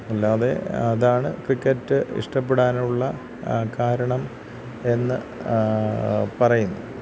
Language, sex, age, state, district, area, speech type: Malayalam, male, 45-60, Kerala, Thiruvananthapuram, rural, spontaneous